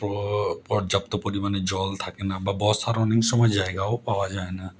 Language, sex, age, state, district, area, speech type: Bengali, male, 30-45, West Bengal, Howrah, urban, spontaneous